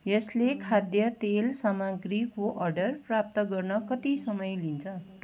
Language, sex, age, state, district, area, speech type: Nepali, female, 45-60, West Bengal, Kalimpong, rural, read